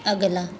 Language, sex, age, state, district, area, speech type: Hindi, female, 30-45, Uttar Pradesh, Azamgarh, rural, read